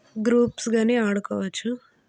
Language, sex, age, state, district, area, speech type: Telugu, female, 60+, Andhra Pradesh, Vizianagaram, rural, spontaneous